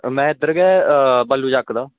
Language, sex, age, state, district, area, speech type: Dogri, male, 18-30, Jammu and Kashmir, Kathua, rural, conversation